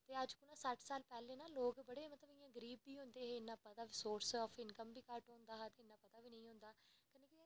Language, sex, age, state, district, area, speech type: Dogri, female, 18-30, Jammu and Kashmir, Reasi, rural, spontaneous